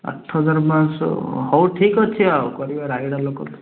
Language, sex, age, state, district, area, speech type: Odia, male, 18-30, Odisha, Rayagada, urban, conversation